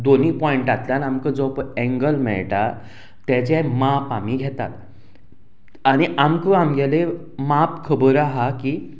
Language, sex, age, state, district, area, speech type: Goan Konkani, male, 30-45, Goa, Canacona, rural, spontaneous